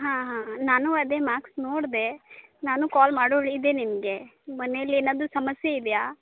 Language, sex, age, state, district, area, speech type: Kannada, female, 30-45, Karnataka, Uttara Kannada, rural, conversation